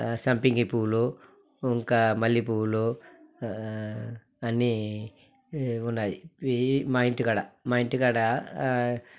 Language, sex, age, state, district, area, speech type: Telugu, male, 45-60, Andhra Pradesh, Sri Balaji, urban, spontaneous